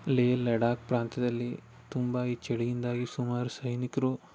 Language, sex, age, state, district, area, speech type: Kannada, male, 18-30, Karnataka, Chamarajanagar, rural, spontaneous